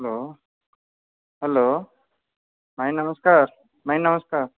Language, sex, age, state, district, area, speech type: Odia, male, 30-45, Odisha, Nayagarh, rural, conversation